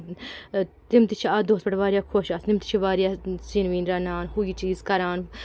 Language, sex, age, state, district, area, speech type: Kashmiri, female, 45-60, Jammu and Kashmir, Srinagar, urban, spontaneous